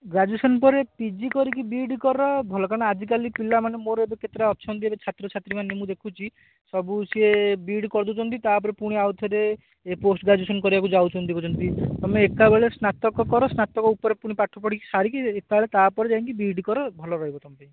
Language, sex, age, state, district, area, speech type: Odia, male, 18-30, Odisha, Bhadrak, rural, conversation